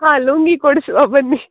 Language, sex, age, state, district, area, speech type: Kannada, female, 18-30, Karnataka, Uttara Kannada, rural, conversation